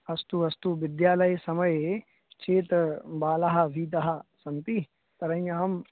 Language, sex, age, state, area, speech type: Sanskrit, male, 18-30, Uttar Pradesh, urban, conversation